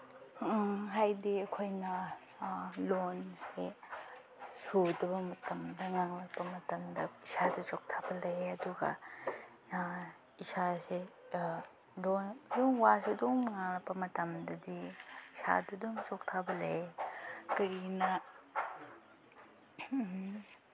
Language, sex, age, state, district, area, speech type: Manipuri, female, 30-45, Manipur, Chandel, rural, spontaneous